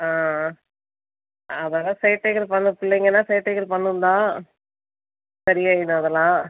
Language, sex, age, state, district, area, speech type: Tamil, female, 30-45, Tamil Nadu, Thanjavur, rural, conversation